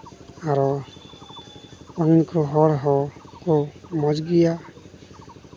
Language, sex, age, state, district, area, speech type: Santali, male, 18-30, West Bengal, Uttar Dinajpur, rural, spontaneous